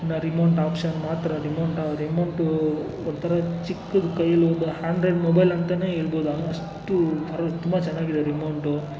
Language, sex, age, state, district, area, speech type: Kannada, male, 45-60, Karnataka, Kolar, rural, spontaneous